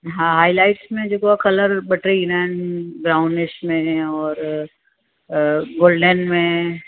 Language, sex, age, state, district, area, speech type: Sindhi, female, 60+, Uttar Pradesh, Lucknow, rural, conversation